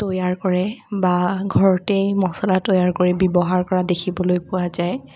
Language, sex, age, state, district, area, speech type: Assamese, female, 18-30, Assam, Sonitpur, rural, spontaneous